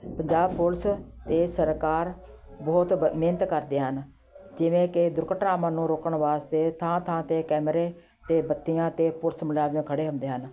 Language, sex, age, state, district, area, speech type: Punjabi, female, 45-60, Punjab, Patiala, urban, spontaneous